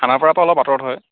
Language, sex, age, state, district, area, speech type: Assamese, male, 18-30, Assam, Kamrup Metropolitan, urban, conversation